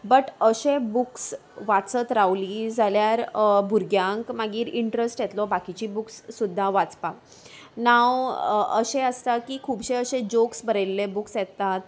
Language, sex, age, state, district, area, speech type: Goan Konkani, female, 30-45, Goa, Salcete, urban, spontaneous